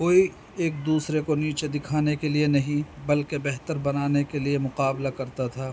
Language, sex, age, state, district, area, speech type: Urdu, male, 45-60, Delhi, North East Delhi, urban, spontaneous